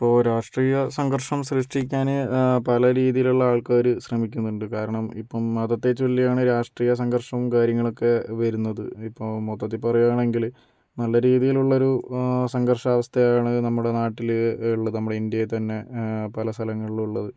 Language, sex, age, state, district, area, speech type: Malayalam, male, 30-45, Kerala, Kozhikode, urban, spontaneous